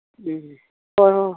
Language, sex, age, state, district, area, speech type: Manipuri, female, 60+, Manipur, Imphal East, rural, conversation